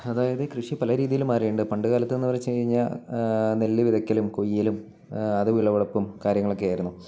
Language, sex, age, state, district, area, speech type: Malayalam, male, 45-60, Kerala, Wayanad, rural, spontaneous